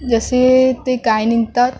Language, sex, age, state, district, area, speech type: Marathi, female, 18-30, Maharashtra, Nagpur, urban, spontaneous